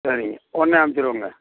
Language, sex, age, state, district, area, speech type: Tamil, male, 45-60, Tamil Nadu, Perambalur, rural, conversation